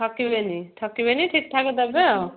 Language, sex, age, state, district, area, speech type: Odia, female, 30-45, Odisha, Kendujhar, urban, conversation